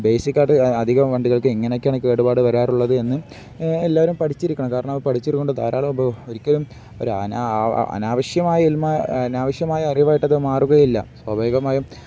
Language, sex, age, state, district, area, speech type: Malayalam, male, 18-30, Kerala, Kozhikode, rural, spontaneous